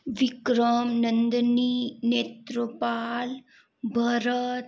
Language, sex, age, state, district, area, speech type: Hindi, female, 45-60, Rajasthan, Jodhpur, urban, spontaneous